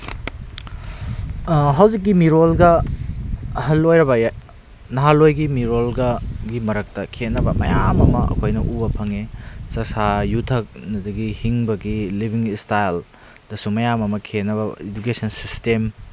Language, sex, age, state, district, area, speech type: Manipuri, male, 30-45, Manipur, Kakching, rural, spontaneous